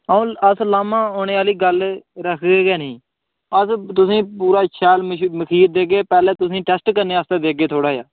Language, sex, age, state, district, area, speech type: Dogri, male, 18-30, Jammu and Kashmir, Udhampur, rural, conversation